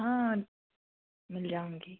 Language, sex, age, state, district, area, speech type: Hindi, female, 18-30, Madhya Pradesh, Betul, rural, conversation